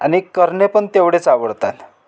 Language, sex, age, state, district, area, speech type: Marathi, male, 45-60, Maharashtra, Amravati, rural, spontaneous